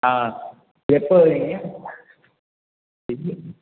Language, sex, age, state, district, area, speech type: Tamil, male, 30-45, Tamil Nadu, Cuddalore, rural, conversation